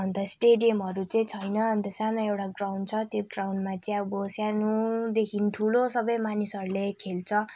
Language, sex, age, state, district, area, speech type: Nepali, female, 18-30, West Bengal, Kalimpong, rural, spontaneous